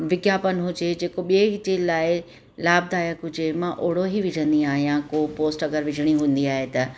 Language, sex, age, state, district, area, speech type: Sindhi, female, 45-60, Rajasthan, Ajmer, rural, spontaneous